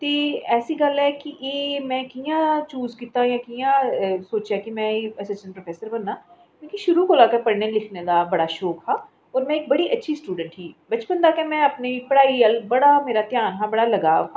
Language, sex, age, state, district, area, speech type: Dogri, female, 45-60, Jammu and Kashmir, Reasi, urban, spontaneous